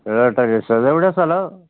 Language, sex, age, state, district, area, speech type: Malayalam, male, 60+, Kerala, Wayanad, rural, conversation